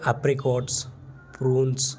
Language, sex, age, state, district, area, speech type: Telugu, male, 18-30, Andhra Pradesh, Nellore, rural, spontaneous